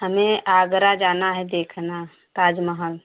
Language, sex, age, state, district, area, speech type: Hindi, female, 30-45, Uttar Pradesh, Prayagraj, rural, conversation